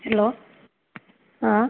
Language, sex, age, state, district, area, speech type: Odia, female, 30-45, Odisha, Sambalpur, rural, conversation